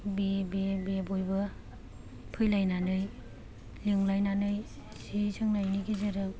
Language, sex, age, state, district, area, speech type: Bodo, female, 30-45, Assam, Kokrajhar, rural, spontaneous